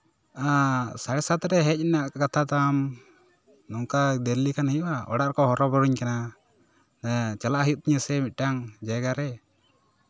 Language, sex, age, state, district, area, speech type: Santali, male, 18-30, West Bengal, Bankura, rural, spontaneous